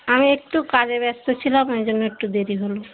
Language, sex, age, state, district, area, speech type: Bengali, female, 45-60, West Bengal, Darjeeling, urban, conversation